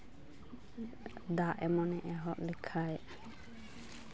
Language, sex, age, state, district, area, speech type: Santali, female, 18-30, West Bengal, Malda, rural, spontaneous